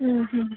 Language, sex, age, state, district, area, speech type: Kannada, female, 30-45, Karnataka, Mandya, rural, conversation